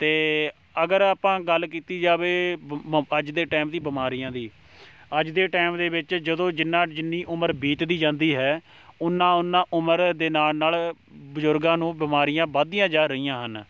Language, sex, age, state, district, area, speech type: Punjabi, male, 18-30, Punjab, Shaheed Bhagat Singh Nagar, rural, spontaneous